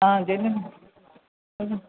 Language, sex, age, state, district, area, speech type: Sanskrit, female, 45-60, Kerala, Ernakulam, urban, conversation